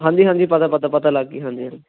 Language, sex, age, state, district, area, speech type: Punjabi, male, 18-30, Punjab, Ludhiana, urban, conversation